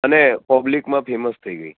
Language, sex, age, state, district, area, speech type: Gujarati, male, 30-45, Gujarat, Narmada, urban, conversation